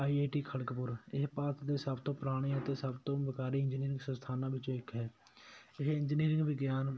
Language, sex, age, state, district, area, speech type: Punjabi, male, 18-30, Punjab, Patiala, urban, spontaneous